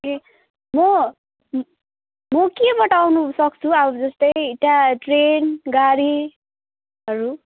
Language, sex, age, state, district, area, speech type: Nepali, female, 18-30, West Bengal, Kalimpong, rural, conversation